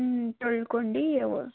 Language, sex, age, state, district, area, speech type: Kannada, female, 45-60, Karnataka, Tumkur, rural, conversation